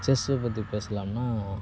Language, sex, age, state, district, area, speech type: Tamil, male, 30-45, Tamil Nadu, Cuddalore, rural, spontaneous